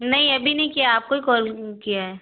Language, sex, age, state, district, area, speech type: Hindi, female, 30-45, Madhya Pradesh, Gwalior, rural, conversation